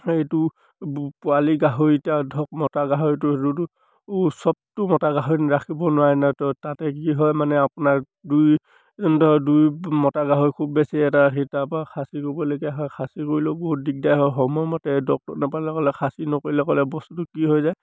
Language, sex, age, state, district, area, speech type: Assamese, male, 18-30, Assam, Sivasagar, rural, spontaneous